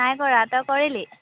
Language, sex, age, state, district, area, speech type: Assamese, female, 18-30, Assam, Golaghat, urban, conversation